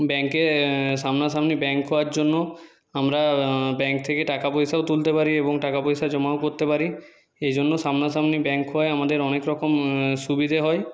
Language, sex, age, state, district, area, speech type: Bengali, male, 45-60, West Bengal, Jhargram, rural, spontaneous